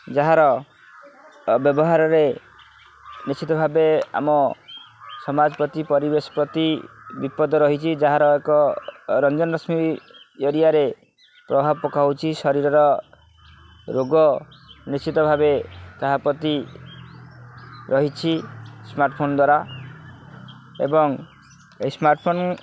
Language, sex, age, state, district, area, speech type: Odia, male, 30-45, Odisha, Kendrapara, urban, spontaneous